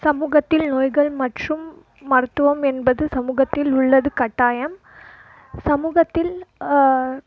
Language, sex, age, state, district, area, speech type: Tamil, female, 18-30, Tamil Nadu, Krishnagiri, rural, spontaneous